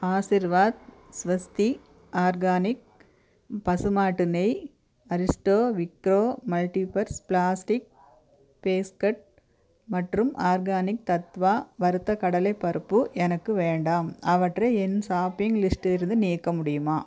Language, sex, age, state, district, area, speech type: Tamil, female, 45-60, Tamil Nadu, Coimbatore, urban, read